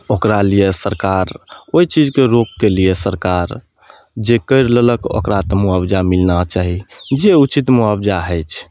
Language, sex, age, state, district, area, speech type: Maithili, male, 30-45, Bihar, Madhepura, urban, spontaneous